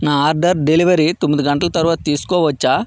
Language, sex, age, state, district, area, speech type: Telugu, male, 45-60, Andhra Pradesh, Vizianagaram, rural, read